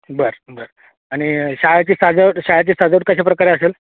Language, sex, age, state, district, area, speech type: Marathi, male, 18-30, Maharashtra, Jalna, rural, conversation